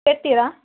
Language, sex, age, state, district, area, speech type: Kannada, female, 18-30, Karnataka, Udupi, rural, conversation